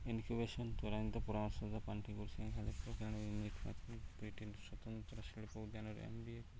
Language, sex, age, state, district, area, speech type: Odia, male, 30-45, Odisha, Subarnapur, urban, spontaneous